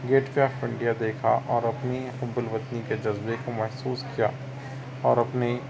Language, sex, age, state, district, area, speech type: Urdu, male, 30-45, Telangana, Hyderabad, urban, spontaneous